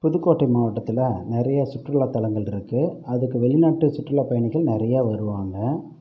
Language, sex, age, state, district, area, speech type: Tamil, male, 45-60, Tamil Nadu, Pudukkottai, rural, spontaneous